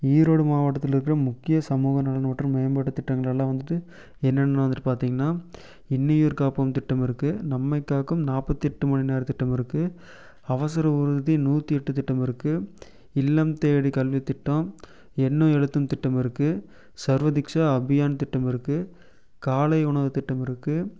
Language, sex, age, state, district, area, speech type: Tamil, male, 18-30, Tamil Nadu, Erode, rural, spontaneous